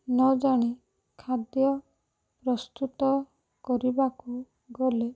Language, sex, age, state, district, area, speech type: Odia, female, 18-30, Odisha, Rayagada, rural, spontaneous